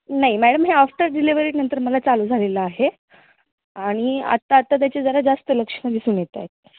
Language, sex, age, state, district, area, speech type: Marathi, female, 18-30, Maharashtra, Osmanabad, rural, conversation